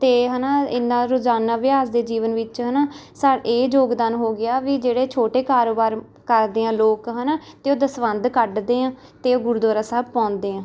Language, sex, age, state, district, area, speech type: Punjabi, female, 18-30, Punjab, Rupnagar, rural, spontaneous